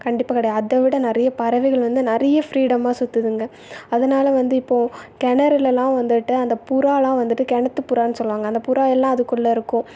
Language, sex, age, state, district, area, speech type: Tamil, female, 18-30, Tamil Nadu, Tiruvallur, urban, spontaneous